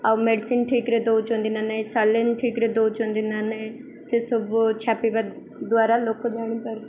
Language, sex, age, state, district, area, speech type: Odia, female, 18-30, Odisha, Koraput, urban, spontaneous